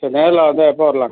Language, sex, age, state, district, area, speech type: Tamil, male, 60+, Tamil Nadu, Perambalur, rural, conversation